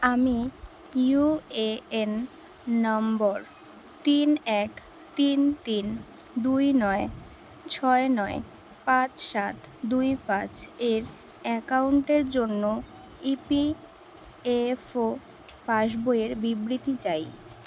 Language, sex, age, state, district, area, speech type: Bengali, female, 18-30, West Bengal, Alipurduar, rural, read